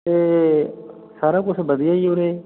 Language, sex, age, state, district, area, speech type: Punjabi, male, 30-45, Punjab, Fatehgarh Sahib, rural, conversation